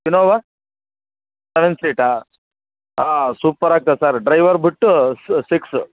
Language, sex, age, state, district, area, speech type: Kannada, male, 45-60, Karnataka, Bellary, rural, conversation